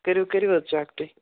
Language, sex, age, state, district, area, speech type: Kashmiri, male, 30-45, Jammu and Kashmir, Baramulla, urban, conversation